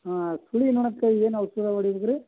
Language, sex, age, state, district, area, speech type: Kannada, male, 60+, Karnataka, Vijayanagara, rural, conversation